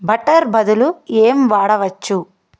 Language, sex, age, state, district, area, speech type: Telugu, female, 30-45, Andhra Pradesh, Guntur, rural, read